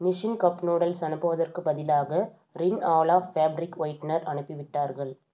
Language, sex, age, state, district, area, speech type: Tamil, female, 18-30, Tamil Nadu, Tiruvannamalai, urban, read